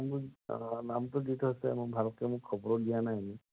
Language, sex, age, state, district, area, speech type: Assamese, male, 30-45, Assam, Majuli, urban, conversation